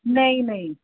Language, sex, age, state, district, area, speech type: Sindhi, female, 60+, Uttar Pradesh, Lucknow, urban, conversation